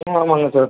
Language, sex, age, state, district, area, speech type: Tamil, male, 30-45, Tamil Nadu, Pudukkottai, rural, conversation